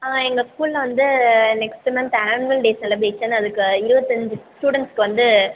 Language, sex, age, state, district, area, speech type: Tamil, female, 18-30, Tamil Nadu, Pudukkottai, rural, conversation